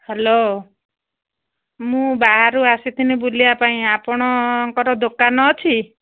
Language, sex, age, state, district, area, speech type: Odia, female, 45-60, Odisha, Angul, rural, conversation